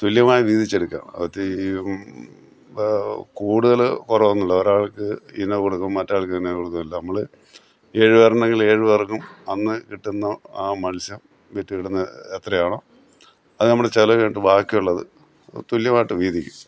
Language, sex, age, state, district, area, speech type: Malayalam, male, 60+, Kerala, Kottayam, rural, spontaneous